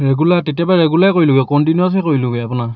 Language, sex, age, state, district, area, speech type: Assamese, male, 18-30, Assam, Lakhimpur, rural, spontaneous